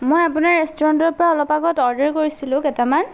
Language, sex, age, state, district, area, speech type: Assamese, female, 30-45, Assam, Lakhimpur, rural, spontaneous